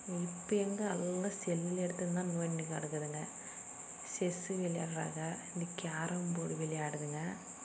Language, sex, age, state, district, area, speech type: Tamil, female, 60+, Tamil Nadu, Dharmapuri, rural, spontaneous